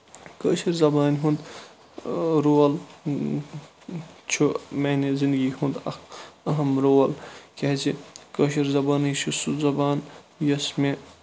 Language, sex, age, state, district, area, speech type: Kashmiri, male, 45-60, Jammu and Kashmir, Bandipora, rural, spontaneous